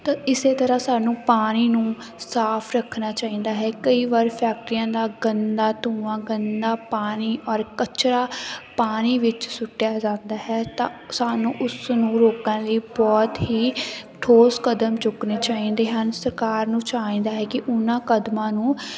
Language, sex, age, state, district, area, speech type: Punjabi, female, 18-30, Punjab, Sangrur, rural, spontaneous